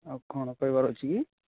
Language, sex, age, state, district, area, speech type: Odia, male, 18-30, Odisha, Nabarangpur, urban, conversation